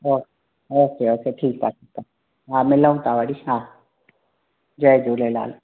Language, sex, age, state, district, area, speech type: Sindhi, other, 60+, Maharashtra, Thane, urban, conversation